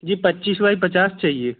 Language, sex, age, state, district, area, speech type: Hindi, male, 18-30, Madhya Pradesh, Gwalior, urban, conversation